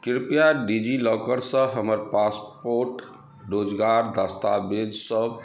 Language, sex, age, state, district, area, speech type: Maithili, male, 45-60, Bihar, Madhubani, rural, read